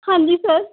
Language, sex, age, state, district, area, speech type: Punjabi, female, 18-30, Punjab, Mansa, rural, conversation